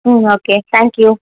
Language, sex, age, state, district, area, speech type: Tamil, female, 18-30, Tamil Nadu, Tenkasi, rural, conversation